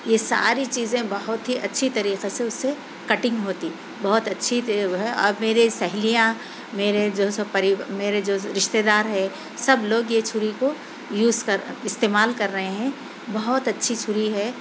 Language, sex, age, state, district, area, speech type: Urdu, female, 45-60, Telangana, Hyderabad, urban, spontaneous